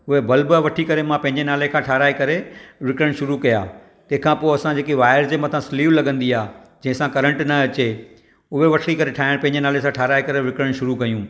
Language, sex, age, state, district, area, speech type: Sindhi, male, 45-60, Maharashtra, Thane, urban, spontaneous